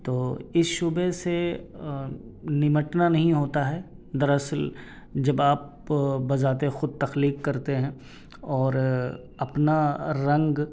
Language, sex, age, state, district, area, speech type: Urdu, male, 30-45, Delhi, South Delhi, urban, spontaneous